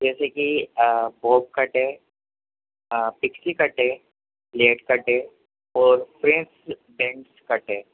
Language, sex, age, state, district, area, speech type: Urdu, male, 18-30, Delhi, East Delhi, rural, conversation